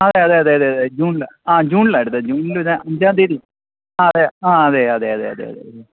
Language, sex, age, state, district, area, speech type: Malayalam, male, 30-45, Kerala, Thiruvananthapuram, urban, conversation